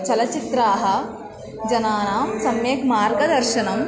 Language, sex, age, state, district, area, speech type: Sanskrit, female, 18-30, Kerala, Thrissur, urban, spontaneous